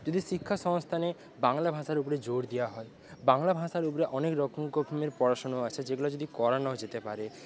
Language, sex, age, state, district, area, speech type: Bengali, male, 18-30, West Bengal, Paschim Medinipur, rural, spontaneous